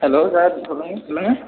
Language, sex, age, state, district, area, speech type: Tamil, male, 18-30, Tamil Nadu, Perambalur, rural, conversation